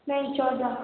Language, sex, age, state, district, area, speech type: Hindi, female, 18-30, Rajasthan, Jodhpur, urban, conversation